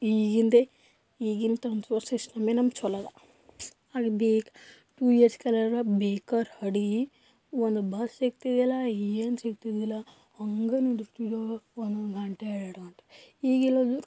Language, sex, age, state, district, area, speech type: Kannada, female, 18-30, Karnataka, Bidar, urban, spontaneous